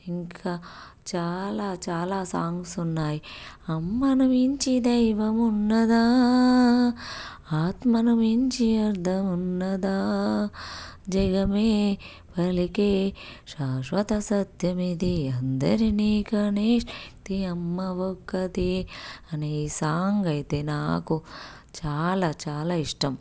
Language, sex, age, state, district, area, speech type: Telugu, female, 30-45, Telangana, Peddapalli, rural, spontaneous